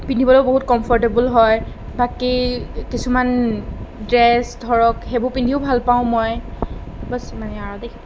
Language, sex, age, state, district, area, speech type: Assamese, female, 18-30, Assam, Darrang, rural, spontaneous